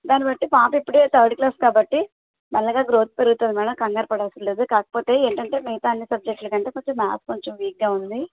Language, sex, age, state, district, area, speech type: Telugu, female, 45-60, Andhra Pradesh, Eluru, rural, conversation